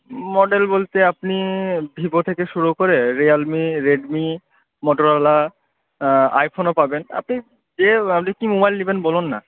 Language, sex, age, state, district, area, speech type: Bengali, male, 18-30, West Bengal, Murshidabad, urban, conversation